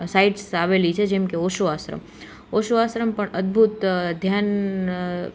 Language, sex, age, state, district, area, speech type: Gujarati, female, 18-30, Gujarat, Junagadh, urban, spontaneous